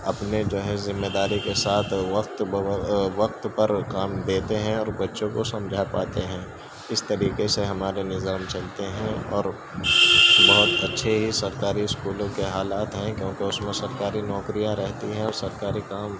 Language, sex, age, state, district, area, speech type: Urdu, male, 18-30, Uttar Pradesh, Gautam Buddha Nagar, rural, spontaneous